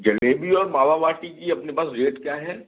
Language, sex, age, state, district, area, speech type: Hindi, male, 30-45, Madhya Pradesh, Gwalior, rural, conversation